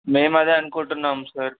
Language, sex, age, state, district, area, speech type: Telugu, male, 18-30, Telangana, Medak, rural, conversation